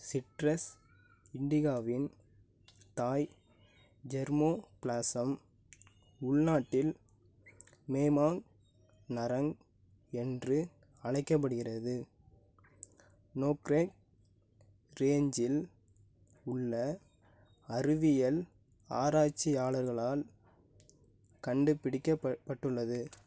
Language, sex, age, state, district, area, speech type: Tamil, male, 18-30, Tamil Nadu, Nagapattinam, rural, read